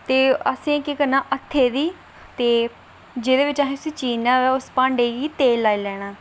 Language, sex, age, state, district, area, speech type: Dogri, female, 18-30, Jammu and Kashmir, Reasi, rural, spontaneous